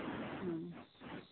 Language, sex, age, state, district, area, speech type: Santali, female, 30-45, Jharkhand, Seraikela Kharsawan, rural, conversation